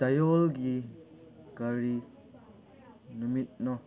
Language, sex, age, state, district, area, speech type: Manipuri, male, 18-30, Manipur, Kangpokpi, urban, read